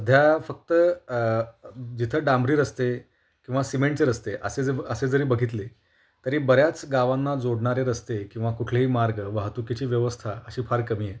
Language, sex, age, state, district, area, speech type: Marathi, male, 18-30, Maharashtra, Kolhapur, urban, spontaneous